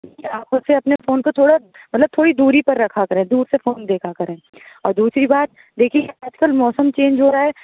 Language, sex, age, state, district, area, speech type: Urdu, female, 30-45, Uttar Pradesh, Aligarh, urban, conversation